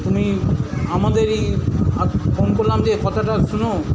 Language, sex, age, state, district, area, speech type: Bengali, male, 45-60, West Bengal, South 24 Parganas, urban, spontaneous